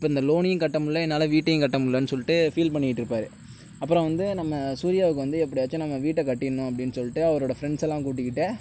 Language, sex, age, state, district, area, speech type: Tamil, male, 18-30, Tamil Nadu, Tiruvarur, urban, spontaneous